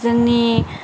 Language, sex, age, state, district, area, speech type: Bodo, female, 30-45, Assam, Chirang, rural, spontaneous